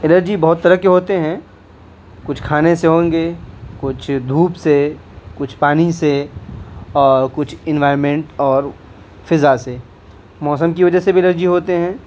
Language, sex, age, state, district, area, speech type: Urdu, male, 18-30, Delhi, South Delhi, urban, spontaneous